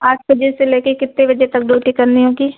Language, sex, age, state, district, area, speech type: Hindi, female, 45-60, Uttar Pradesh, Ayodhya, rural, conversation